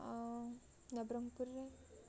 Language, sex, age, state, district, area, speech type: Odia, female, 18-30, Odisha, Koraput, urban, spontaneous